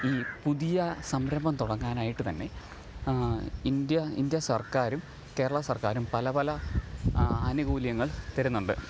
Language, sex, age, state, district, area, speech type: Malayalam, male, 18-30, Kerala, Pathanamthitta, rural, spontaneous